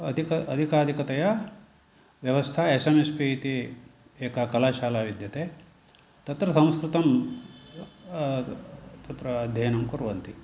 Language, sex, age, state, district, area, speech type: Sanskrit, male, 60+, Karnataka, Uttara Kannada, rural, spontaneous